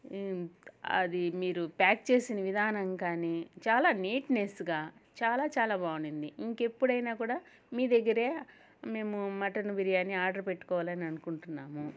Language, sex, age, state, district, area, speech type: Telugu, female, 30-45, Andhra Pradesh, Kadapa, rural, spontaneous